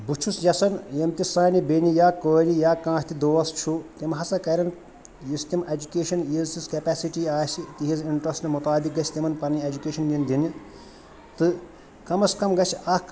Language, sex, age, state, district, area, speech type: Kashmiri, male, 30-45, Jammu and Kashmir, Shopian, rural, spontaneous